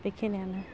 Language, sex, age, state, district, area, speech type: Bodo, female, 45-60, Assam, Baksa, rural, spontaneous